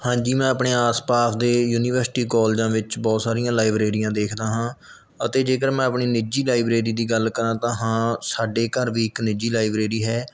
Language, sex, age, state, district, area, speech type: Punjabi, male, 18-30, Punjab, Mohali, rural, spontaneous